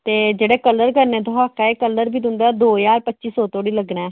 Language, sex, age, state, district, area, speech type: Dogri, female, 18-30, Jammu and Kashmir, Reasi, rural, conversation